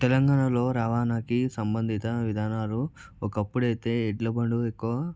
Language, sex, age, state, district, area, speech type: Telugu, male, 30-45, Telangana, Vikarabad, urban, spontaneous